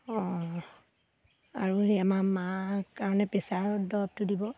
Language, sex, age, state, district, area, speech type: Assamese, female, 30-45, Assam, Golaghat, urban, spontaneous